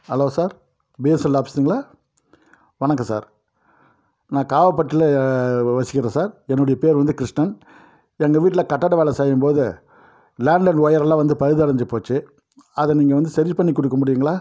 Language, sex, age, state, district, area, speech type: Tamil, male, 45-60, Tamil Nadu, Dharmapuri, rural, spontaneous